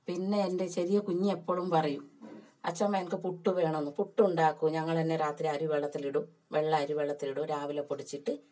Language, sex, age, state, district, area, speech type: Malayalam, female, 45-60, Kerala, Kasaragod, rural, spontaneous